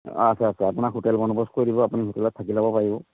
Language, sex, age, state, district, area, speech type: Assamese, male, 60+, Assam, Golaghat, urban, conversation